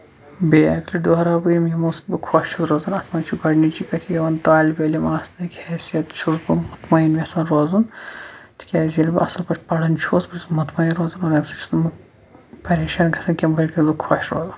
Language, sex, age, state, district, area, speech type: Kashmiri, male, 18-30, Jammu and Kashmir, Shopian, urban, spontaneous